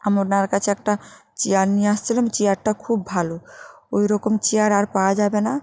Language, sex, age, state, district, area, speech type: Bengali, female, 45-60, West Bengal, Hooghly, urban, spontaneous